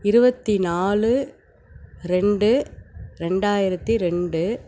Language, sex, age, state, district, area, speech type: Tamil, female, 30-45, Tamil Nadu, Nagapattinam, rural, spontaneous